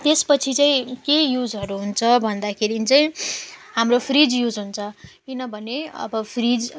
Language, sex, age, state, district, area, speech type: Nepali, female, 18-30, West Bengal, Jalpaiguri, urban, spontaneous